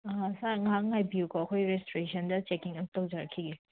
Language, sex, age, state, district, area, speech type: Manipuri, female, 45-60, Manipur, Imphal West, urban, conversation